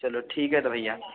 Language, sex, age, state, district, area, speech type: Hindi, male, 60+, Madhya Pradesh, Balaghat, rural, conversation